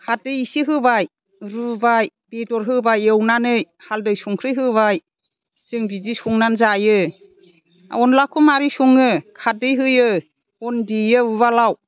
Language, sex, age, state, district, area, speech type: Bodo, female, 60+, Assam, Chirang, rural, spontaneous